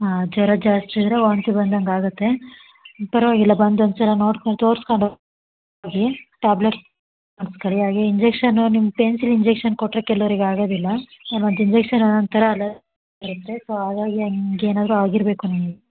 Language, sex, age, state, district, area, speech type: Kannada, female, 30-45, Karnataka, Hassan, urban, conversation